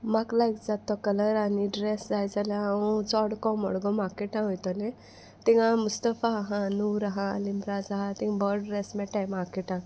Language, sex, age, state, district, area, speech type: Goan Konkani, female, 18-30, Goa, Salcete, rural, spontaneous